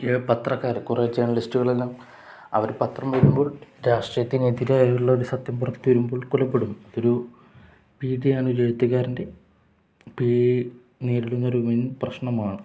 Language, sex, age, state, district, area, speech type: Malayalam, male, 18-30, Kerala, Kozhikode, rural, spontaneous